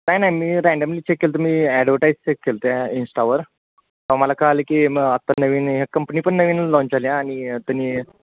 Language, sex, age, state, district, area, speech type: Marathi, male, 18-30, Maharashtra, Sangli, urban, conversation